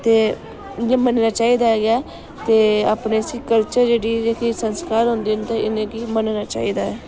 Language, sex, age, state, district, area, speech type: Dogri, female, 18-30, Jammu and Kashmir, Udhampur, rural, spontaneous